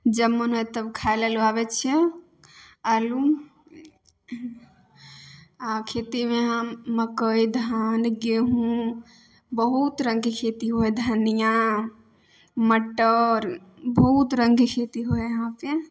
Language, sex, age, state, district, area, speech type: Maithili, female, 18-30, Bihar, Samastipur, urban, spontaneous